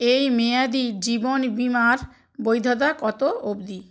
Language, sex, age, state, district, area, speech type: Bengali, female, 60+, West Bengal, Purba Medinipur, rural, read